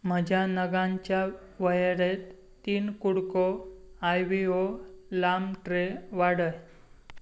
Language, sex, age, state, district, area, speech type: Goan Konkani, male, 18-30, Goa, Pernem, rural, read